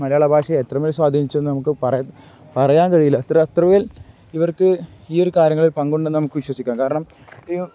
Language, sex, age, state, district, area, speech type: Malayalam, male, 18-30, Kerala, Kozhikode, rural, spontaneous